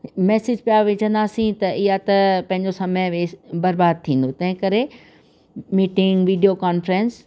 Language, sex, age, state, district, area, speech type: Sindhi, female, 45-60, Rajasthan, Ajmer, rural, spontaneous